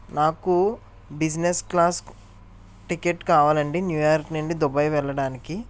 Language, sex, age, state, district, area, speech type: Telugu, male, 30-45, Andhra Pradesh, N T Rama Rao, urban, spontaneous